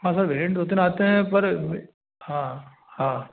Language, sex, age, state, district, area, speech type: Hindi, male, 30-45, Madhya Pradesh, Ujjain, rural, conversation